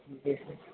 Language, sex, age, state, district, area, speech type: Urdu, male, 18-30, Uttar Pradesh, Gautam Buddha Nagar, urban, conversation